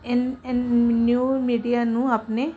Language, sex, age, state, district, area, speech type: Punjabi, female, 45-60, Punjab, Ludhiana, urban, spontaneous